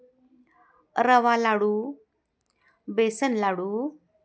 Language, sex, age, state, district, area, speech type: Marathi, female, 60+, Maharashtra, Osmanabad, rural, spontaneous